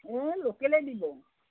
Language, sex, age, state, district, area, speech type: Assamese, female, 60+, Assam, Udalguri, rural, conversation